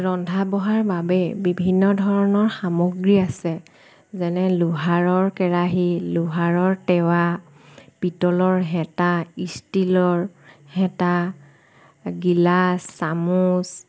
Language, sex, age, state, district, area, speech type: Assamese, female, 30-45, Assam, Sivasagar, rural, spontaneous